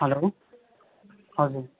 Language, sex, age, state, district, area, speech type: Nepali, male, 18-30, West Bengal, Darjeeling, rural, conversation